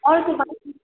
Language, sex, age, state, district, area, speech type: Nepali, female, 18-30, West Bengal, Darjeeling, rural, conversation